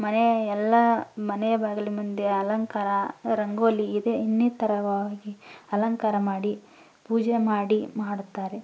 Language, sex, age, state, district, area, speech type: Kannada, female, 18-30, Karnataka, Koppal, rural, spontaneous